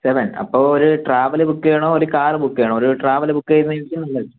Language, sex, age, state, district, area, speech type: Malayalam, male, 18-30, Kerala, Kollam, rural, conversation